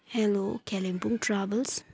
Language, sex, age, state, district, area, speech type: Nepali, female, 30-45, West Bengal, Kalimpong, rural, spontaneous